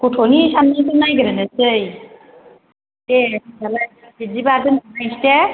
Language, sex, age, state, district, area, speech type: Bodo, female, 30-45, Assam, Chirang, urban, conversation